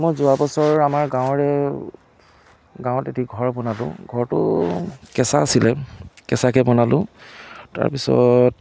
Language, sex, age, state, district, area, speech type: Assamese, male, 30-45, Assam, Biswanath, rural, spontaneous